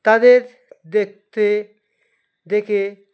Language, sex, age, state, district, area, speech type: Bengali, male, 45-60, West Bengal, Dakshin Dinajpur, urban, spontaneous